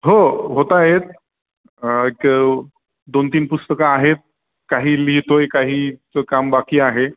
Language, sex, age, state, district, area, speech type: Marathi, male, 30-45, Maharashtra, Ahmednagar, rural, conversation